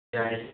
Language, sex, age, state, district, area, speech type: Manipuri, male, 18-30, Manipur, Tengnoupal, rural, conversation